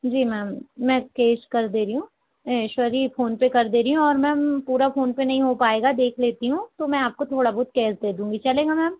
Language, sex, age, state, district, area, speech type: Hindi, female, 60+, Madhya Pradesh, Balaghat, rural, conversation